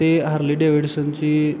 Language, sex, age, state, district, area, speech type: Marathi, male, 18-30, Maharashtra, Satara, rural, spontaneous